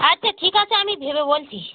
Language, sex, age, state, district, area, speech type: Bengali, female, 45-60, West Bengal, North 24 Parganas, rural, conversation